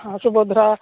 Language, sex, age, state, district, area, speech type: Odia, female, 45-60, Odisha, Angul, rural, conversation